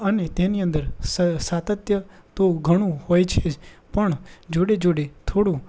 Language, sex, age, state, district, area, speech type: Gujarati, male, 18-30, Gujarat, Anand, rural, spontaneous